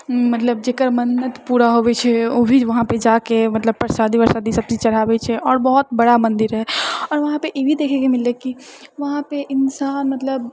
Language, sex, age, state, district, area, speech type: Maithili, female, 30-45, Bihar, Purnia, urban, spontaneous